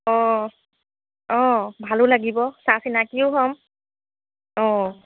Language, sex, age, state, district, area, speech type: Assamese, female, 45-60, Assam, Golaghat, rural, conversation